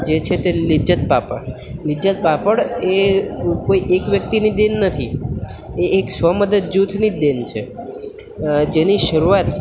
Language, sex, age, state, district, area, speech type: Gujarati, male, 18-30, Gujarat, Valsad, rural, spontaneous